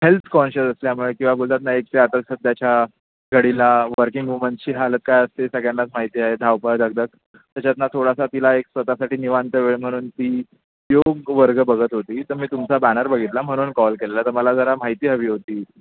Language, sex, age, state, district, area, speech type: Marathi, male, 18-30, Maharashtra, Mumbai Suburban, urban, conversation